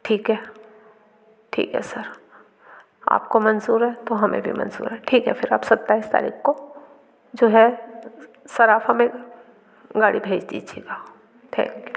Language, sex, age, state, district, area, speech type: Hindi, female, 60+, Madhya Pradesh, Gwalior, rural, spontaneous